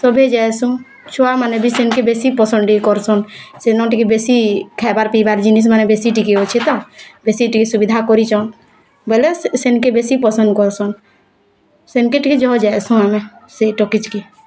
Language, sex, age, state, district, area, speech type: Odia, female, 18-30, Odisha, Bargarh, rural, spontaneous